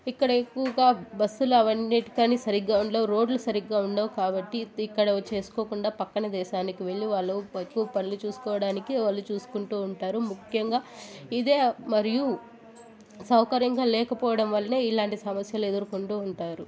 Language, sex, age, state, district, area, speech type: Telugu, female, 18-30, Andhra Pradesh, Sri Balaji, urban, spontaneous